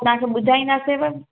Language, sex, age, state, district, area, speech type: Sindhi, female, 18-30, Gujarat, Junagadh, rural, conversation